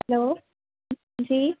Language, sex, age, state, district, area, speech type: Sindhi, female, 18-30, Maharashtra, Thane, urban, conversation